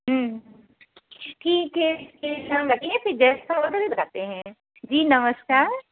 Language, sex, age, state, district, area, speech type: Hindi, female, 60+, Uttar Pradesh, Hardoi, rural, conversation